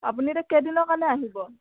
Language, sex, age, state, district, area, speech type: Assamese, female, 18-30, Assam, Dhemaji, rural, conversation